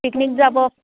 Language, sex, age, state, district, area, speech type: Assamese, female, 30-45, Assam, Charaideo, rural, conversation